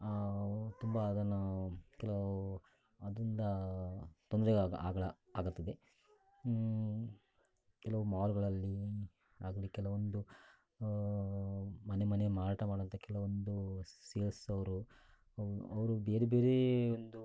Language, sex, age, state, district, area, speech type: Kannada, male, 60+, Karnataka, Shimoga, rural, spontaneous